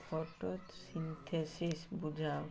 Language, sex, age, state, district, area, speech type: Odia, male, 18-30, Odisha, Mayurbhanj, rural, read